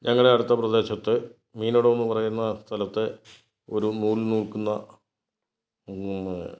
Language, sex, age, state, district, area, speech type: Malayalam, male, 60+, Kerala, Kottayam, rural, spontaneous